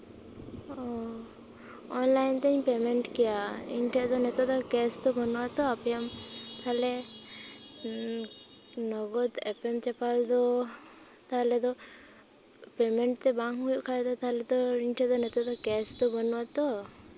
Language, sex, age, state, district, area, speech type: Santali, female, 18-30, West Bengal, Purba Medinipur, rural, spontaneous